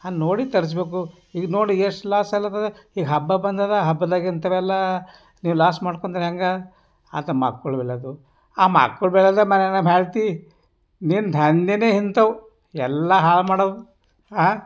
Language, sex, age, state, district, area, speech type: Kannada, male, 60+, Karnataka, Bidar, urban, spontaneous